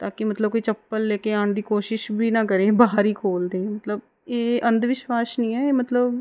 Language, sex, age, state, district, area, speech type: Punjabi, female, 30-45, Punjab, Mohali, urban, spontaneous